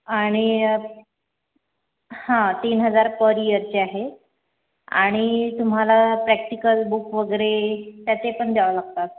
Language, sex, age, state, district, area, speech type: Marathi, female, 30-45, Maharashtra, Nagpur, urban, conversation